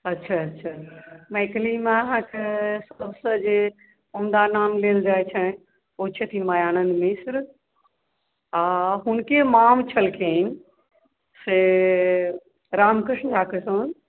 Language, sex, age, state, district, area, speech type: Maithili, female, 45-60, Bihar, Supaul, rural, conversation